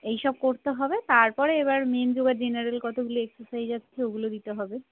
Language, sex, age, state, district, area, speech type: Bengali, female, 30-45, West Bengal, Darjeeling, rural, conversation